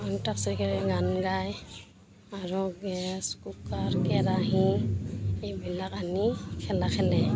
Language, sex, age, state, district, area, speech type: Assamese, female, 30-45, Assam, Barpeta, rural, spontaneous